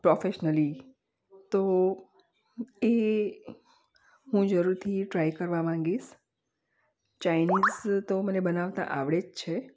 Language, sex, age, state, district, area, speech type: Gujarati, female, 45-60, Gujarat, Valsad, rural, spontaneous